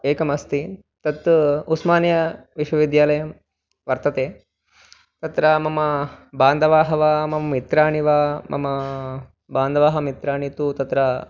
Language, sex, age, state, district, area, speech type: Sanskrit, male, 30-45, Telangana, Ranga Reddy, urban, spontaneous